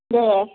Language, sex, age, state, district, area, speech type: Bodo, female, 18-30, Assam, Kokrajhar, rural, conversation